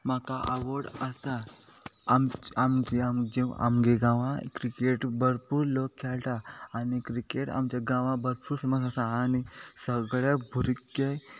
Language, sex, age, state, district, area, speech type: Goan Konkani, male, 30-45, Goa, Quepem, rural, spontaneous